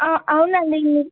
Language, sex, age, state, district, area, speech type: Telugu, female, 18-30, Telangana, Medak, urban, conversation